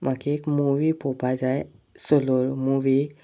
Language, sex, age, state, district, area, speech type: Goan Konkani, male, 18-30, Goa, Sanguem, rural, spontaneous